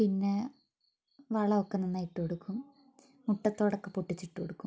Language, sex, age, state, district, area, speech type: Malayalam, female, 18-30, Kerala, Wayanad, rural, spontaneous